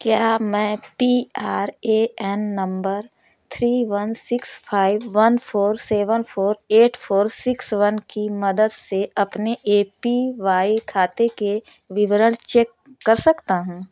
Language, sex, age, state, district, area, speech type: Hindi, female, 30-45, Uttar Pradesh, Prayagraj, urban, read